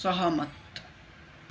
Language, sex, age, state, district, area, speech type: Nepali, male, 18-30, West Bengal, Darjeeling, rural, read